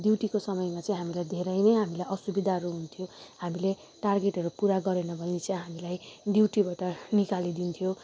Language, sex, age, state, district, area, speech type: Nepali, female, 30-45, West Bengal, Darjeeling, urban, spontaneous